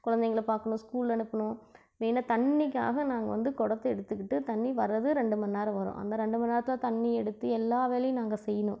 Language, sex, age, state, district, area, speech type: Tamil, female, 45-60, Tamil Nadu, Namakkal, rural, spontaneous